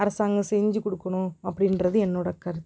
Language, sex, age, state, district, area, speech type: Tamil, female, 30-45, Tamil Nadu, Perambalur, rural, spontaneous